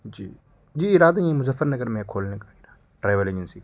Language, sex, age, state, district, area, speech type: Urdu, male, 18-30, Uttar Pradesh, Muzaffarnagar, urban, spontaneous